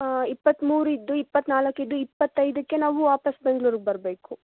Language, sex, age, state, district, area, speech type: Kannada, female, 18-30, Karnataka, Chikkaballapur, urban, conversation